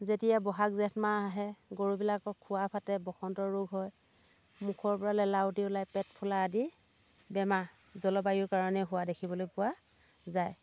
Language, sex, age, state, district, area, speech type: Assamese, female, 45-60, Assam, Dhemaji, rural, spontaneous